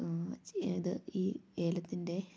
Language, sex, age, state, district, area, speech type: Malayalam, female, 30-45, Kerala, Idukki, rural, spontaneous